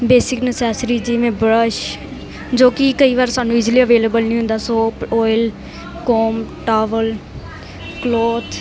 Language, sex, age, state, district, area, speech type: Punjabi, female, 18-30, Punjab, Mansa, urban, spontaneous